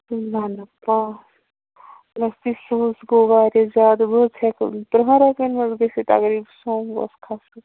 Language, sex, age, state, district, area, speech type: Kashmiri, female, 45-60, Jammu and Kashmir, Srinagar, urban, conversation